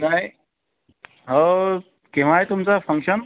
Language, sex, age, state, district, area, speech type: Marathi, male, 45-60, Maharashtra, Nagpur, urban, conversation